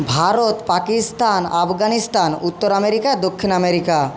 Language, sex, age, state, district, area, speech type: Bengali, male, 18-30, West Bengal, Jhargram, rural, spontaneous